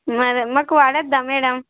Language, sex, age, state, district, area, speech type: Telugu, female, 18-30, Andhra Pradesh, Visakhapatnam, urban, conversation